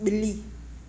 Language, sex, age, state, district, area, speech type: Sindhi, female, 45-60, Maharashtra, Thane, urban, read